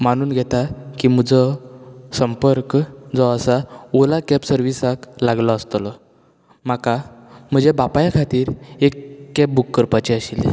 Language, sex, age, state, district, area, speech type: Goan Konkani, male, 18-30, Goa, Canacona, rural, spontaneous